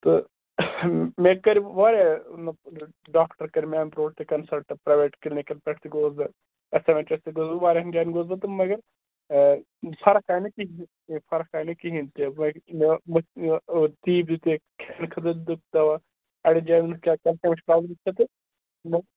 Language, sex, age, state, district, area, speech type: Kashmiri, male, 18-30, Jammu and Kashmir, Budgam, rural, conversation